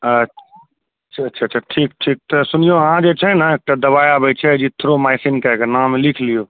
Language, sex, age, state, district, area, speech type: Maithili, male, 30-45, Bihar, Purnia, rural, conversation